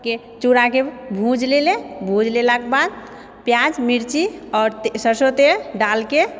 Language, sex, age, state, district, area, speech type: Maithili, female, 30-45, Bihar, Purnia, rural, spontaneous